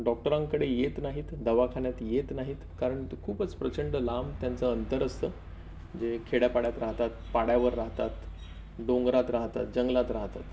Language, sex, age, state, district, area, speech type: Marathi, male, 30-45, Maharashtra, Palghar, rural, spontaneous